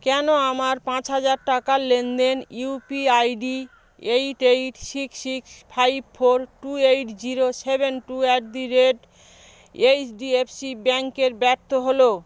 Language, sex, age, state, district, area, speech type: Bengali, female, 45-60, West Bengal, South 24 Parganas, rural, read